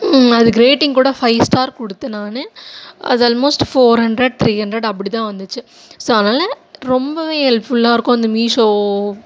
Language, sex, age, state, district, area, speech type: Tamil, female, 18-30, Tamil Nadu, Ranipet, urban, spontaneous